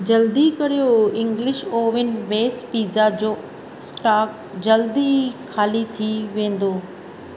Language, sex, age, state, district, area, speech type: Sindhi, female, 45-60, Maharashtra, Thane, urban, read